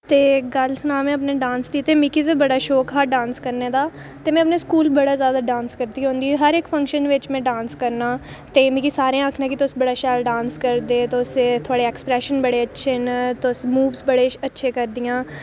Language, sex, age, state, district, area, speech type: Dogri, female, 18-30, Jammu and Kashmir, Reasi, rural, spontaneous